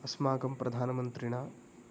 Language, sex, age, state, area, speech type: Sanskrit, male, 18-30, Haryana, rural, spontaneous